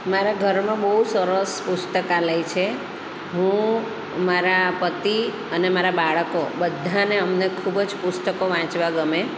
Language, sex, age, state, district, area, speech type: Gujarati, female, 45-60, Gujarat, Surat, urban, spontaneous